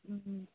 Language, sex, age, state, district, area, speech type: Assamese, female, 30-45, Assam, Sivasagar, rural, conversation